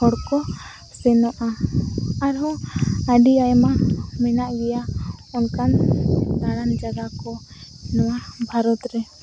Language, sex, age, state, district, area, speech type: Santali, female, 18-30, Jharkhand, Seraikela Kharsawan, rural, spontaneous